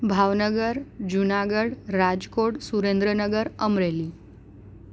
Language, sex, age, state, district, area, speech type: Gujarati, female, 18-30, Gujarat, Surat, rural, spontaneous